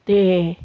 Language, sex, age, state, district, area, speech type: Punjabi, female, 45-60, Punjab, Patiala, rural, read